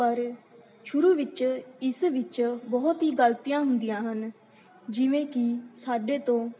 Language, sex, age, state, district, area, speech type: Punjabi, female, 18-30, Punjab, Mansa, rural, spontaneous